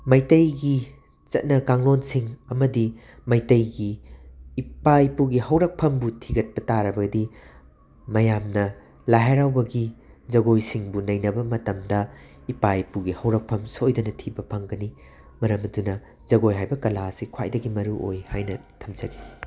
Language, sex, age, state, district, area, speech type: Manipuri, male, 45-60, Manipur, Imphal West, urban, spontaneous